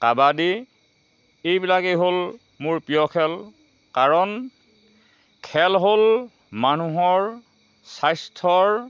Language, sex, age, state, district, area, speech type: Assamese, male, 60+, Assam, Dhemaji, rural, spontaneous